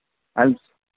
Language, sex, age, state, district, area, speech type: Kannada, male, 30-45, Karnataka, Chitradurga, urban, conversation